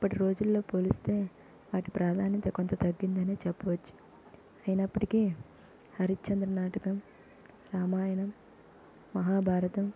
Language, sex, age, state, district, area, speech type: Telugu, female, 18-30, Andhra Pradesh, Vizianagaram, urban, spontaneous